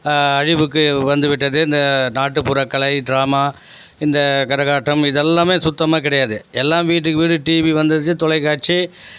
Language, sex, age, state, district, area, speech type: Tamil, male, 45-60, Tamil Nadu, Viluppuram, rural, spontaneous